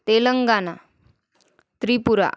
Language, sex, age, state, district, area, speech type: Marathi, female, 30-45, Maharashtra, Wardha, rural, spontaneous